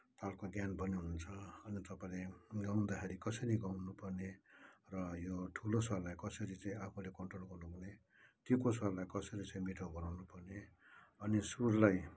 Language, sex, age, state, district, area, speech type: Nepali, male, 60+, West Bengal, Kalimpong, rural, spontaneous